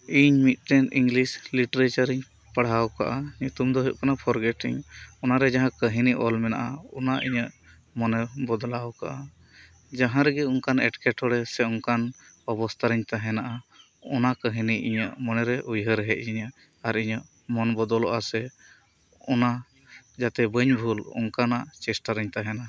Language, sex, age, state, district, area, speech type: Santali, male, 30-45, West Bengal, Birbhum, rural, spontaneous